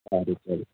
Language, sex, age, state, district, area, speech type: Gujarati, male, 18-30, Gujarat, Ahmedabad, urban, conversation